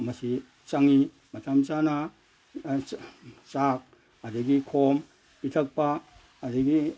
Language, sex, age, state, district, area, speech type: Manipuri, male, 60+, Manipur, Imphal East, rural, spontaneous